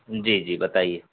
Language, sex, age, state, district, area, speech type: Urdu, male, 18-30, Bihar, Purnia, rural, conversation